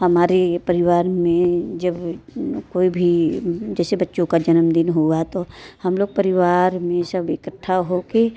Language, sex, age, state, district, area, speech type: Hindi, female, 30-45, Uttar Pradesh, Mirzapur, rural, spontaneous